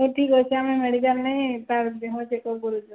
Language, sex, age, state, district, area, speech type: Odia, female, 18-30, Odisha, Subarnapur, urban, conversation